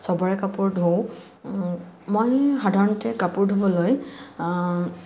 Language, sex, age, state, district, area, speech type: Assamese, female, 18-30, Assam, Tinsukia, rural, spontaneous